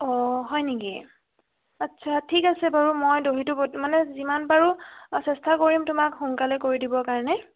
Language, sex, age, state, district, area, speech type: Assamese, female, 18-30, Assam, Biswanath, rural, conversation